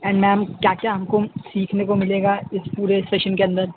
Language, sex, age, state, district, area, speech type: Urdu, male, 18-30, Uttar Pradesh, Shahjahanpur, urban, conversation